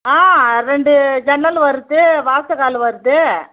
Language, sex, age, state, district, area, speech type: Tamil, female, 45-60, Tamil Nadu, Viluppuram, rural, conversation